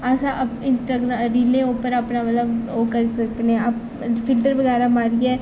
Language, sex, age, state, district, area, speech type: Dogri, female, 18-30, Jammu and Kashmir, Reasi, rural, spontaneous